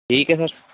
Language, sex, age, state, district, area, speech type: Hindi, male, 18-30, Madhya Pradesh, Seoni, urban, conversation